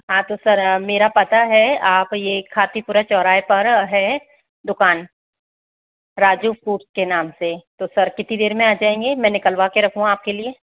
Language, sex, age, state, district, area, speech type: Hindi, female, 30-45, Rajasthan, Jaipur, urban, conversation